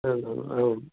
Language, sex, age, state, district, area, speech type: Sanskrit, male, 60+, Karnataka, Bangalore Urban, urban, conversation